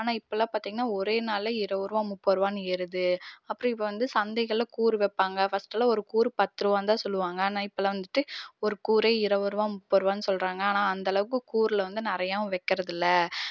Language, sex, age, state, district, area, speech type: Tamil, female, 18-30, Tamil Nadu, Erode, rural, spontaneous